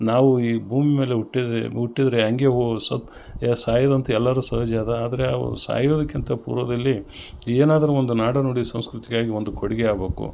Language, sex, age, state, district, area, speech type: Kannada, male, 60+, Karnataka, Gulbarga, urban, spontaneous